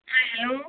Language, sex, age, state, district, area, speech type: Assamese, female, 45-60, Assam, Dhemaji, urban, conversation